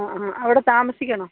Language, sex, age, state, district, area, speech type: Malayalam, female, 45-60, Kerala, Kollam, rural, conversation